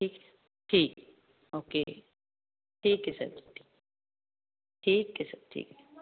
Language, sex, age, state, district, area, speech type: Punjabi, female, 30-45, Punjab, Fazilka, rural, conversation